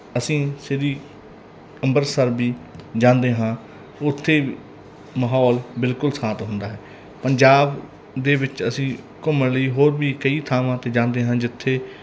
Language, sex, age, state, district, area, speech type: Punjabi, male, 30-45, Punjab, Mansa, urban, spontaneous